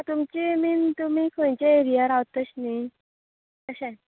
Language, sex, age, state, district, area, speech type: Goan Konkani, female, 30-45, Goa, Quepem, rural, conversation